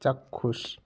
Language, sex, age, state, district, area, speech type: Bengali, male, 18-30, West Bengal, Jalpaiguri, rural, read